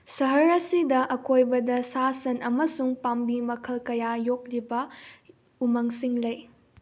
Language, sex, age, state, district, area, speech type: Manipuri, female, 18-30, Manipur, Bishnupur, rural, read